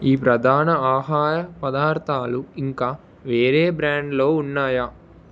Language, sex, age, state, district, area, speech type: Telugu, male, 30-45, Telangana, Ranga Reddy, urban, read